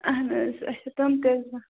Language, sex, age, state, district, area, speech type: Kashmiri, female, 18-30, Jammu and Kashmir, Bandipora, rural, conversation